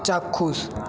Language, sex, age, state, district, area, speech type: Bengali, male, 18-30, West Bengal, Paschim Bardhaman, rural, read